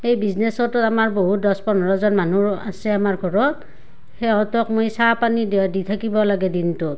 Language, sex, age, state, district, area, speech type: Assamese, female, 30-45, Assam, Barpeta, rural, spontaneous